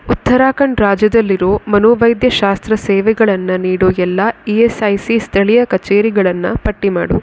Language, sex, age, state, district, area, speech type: Kannada, female, 18-30, Karnataka, Shimoga, rural, read